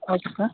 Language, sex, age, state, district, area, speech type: Kannada, male, 30-45, Karnataka, Raichur, rural, conversation